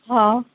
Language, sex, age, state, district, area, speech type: Marathi, female, 30-45, Maharashtra, Nagpur, urban, conversation